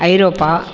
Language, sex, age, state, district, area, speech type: Tamil, female, 60+, Tamil Nadu, Namakkal, rural, spontaneous